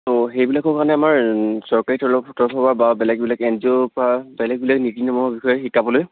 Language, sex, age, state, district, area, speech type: Assamese, male, 18-30, Assam, Dibrugarh, rural, conversation